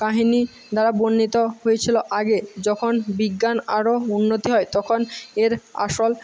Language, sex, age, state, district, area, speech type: Bengali, male, 18-30, West Bengal, Jhargram, rural, spontaneous